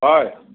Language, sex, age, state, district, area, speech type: Assamese, male, 60+, Assam, Sivasagar, rural, conversation